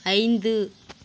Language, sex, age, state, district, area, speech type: Tamil, female, 18-30, Tamil Nadu, Kallakurichi, urban, read